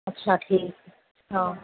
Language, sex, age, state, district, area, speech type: Urdu, female, 18-30, Telangana, Hyderabad, urban, conversation